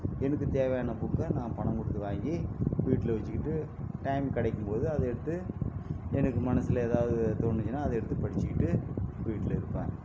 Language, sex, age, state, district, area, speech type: Tamil, male, 60+, Tamil Nadu, Viluppuram, rural, spontaneous